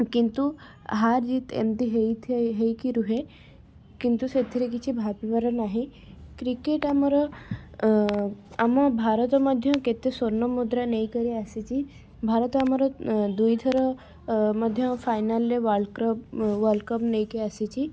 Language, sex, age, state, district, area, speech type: Odia, female, 18-30, Odisha, Cuttack, urban, spontaneous